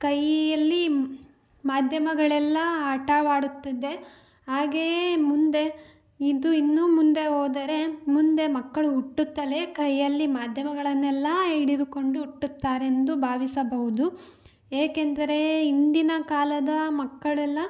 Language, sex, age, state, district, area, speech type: Kannada, female, 18-30, Karnataka, Davanagere, rural, spontaneous